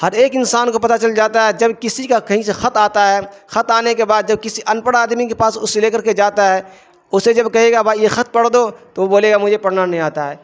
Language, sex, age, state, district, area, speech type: Urdu, male, 45-60, Bihar, Darbhanga, rural, spontaneous